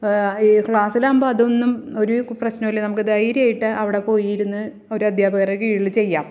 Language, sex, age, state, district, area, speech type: Malayalam, female, 30-45, Kerala, Thrissur, urban, spontaneous